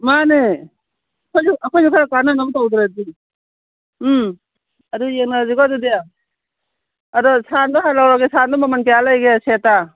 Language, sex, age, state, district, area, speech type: Manipuri, female, 45-60, Manipur, Kangpokpi, urban, conversation